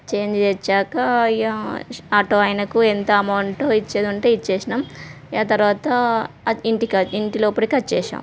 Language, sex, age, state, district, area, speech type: Telugu, female, 30-45, Telangana, Jagtial, rural, spontaneous